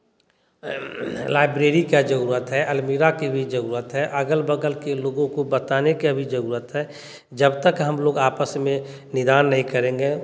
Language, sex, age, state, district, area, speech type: Hindi, male, 45-60, Bihar, Samastipur, urban, spontaneous